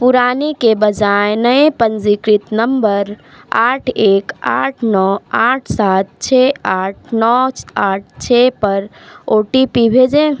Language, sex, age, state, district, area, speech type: Hindi, female, 45-60, Uttar Pradesh, Sonbhadra, rural, read